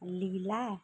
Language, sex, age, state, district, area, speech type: Nepali, female, 30-45, West Bengal, Kalimpong, rural, spontaneous